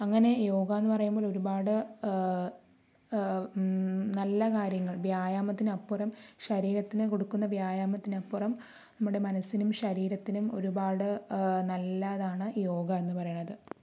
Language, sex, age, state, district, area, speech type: Malayalam, female, 30-45, Kerala, Palakkad, rural, spontaneous